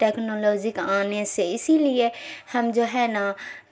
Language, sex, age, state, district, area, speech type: Urdu, female, 45-60, Bihar, Khagaria, rural, spontaneous